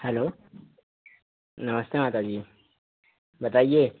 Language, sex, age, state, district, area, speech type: Hindi, male, 30-45, Uttar Pradesh, Lucknow, rural, conversation